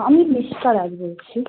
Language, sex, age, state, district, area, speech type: Bengali, female, 18-30, West Bengal, Howrah, urban, conversation